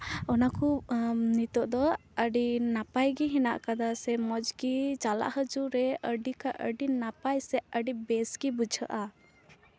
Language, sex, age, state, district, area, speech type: Santali, female, 18-30, West Bengal, Purba Bardhaman, rural, spontaneous